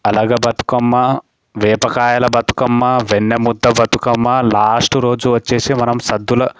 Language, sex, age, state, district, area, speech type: Telugu, male, 18-30, Telangana, Sangareddy, rural, spontaneous